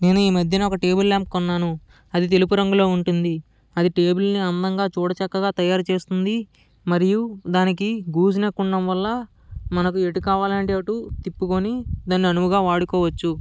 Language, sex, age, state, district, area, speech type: Telugu, male, 18-30, Andhra Pradesh, Vizianagaram, rural, spontaneous